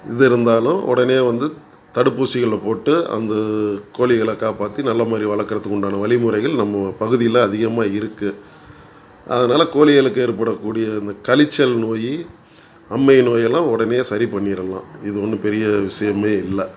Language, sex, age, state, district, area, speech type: Tamil, male, 60+, Tamil Nadu, Tiruchirappalli, urban, spontaneous